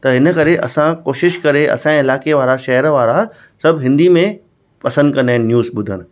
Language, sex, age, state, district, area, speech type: Sindhi, male, 30-45, Maharashtra, Thane, rural, spontaneous